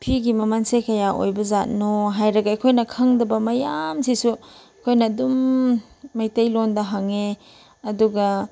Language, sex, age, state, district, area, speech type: Manipuri, female, 30-45, Manipur, Chandel, rural, spontaneous